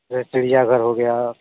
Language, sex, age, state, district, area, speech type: Hindi, male, 45-60, Uttar Pradesh, Mirzapur, rural, conversation